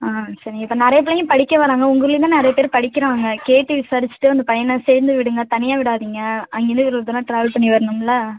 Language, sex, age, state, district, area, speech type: Tamil, female, 30-45, Tamil Nadu, Ariyalur, rural, conversation